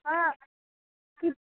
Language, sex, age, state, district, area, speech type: Marathi, female, 18-30, Maharashtra, Amravati, urban, conversation